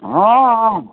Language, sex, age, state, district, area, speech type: Odia, male, 60+, Odisha, Gajapati, rural, conversation